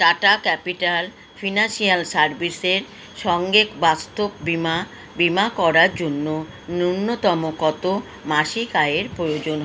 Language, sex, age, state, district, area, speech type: Bengali, female, 60+, West Bengal, Kolkata, urban, read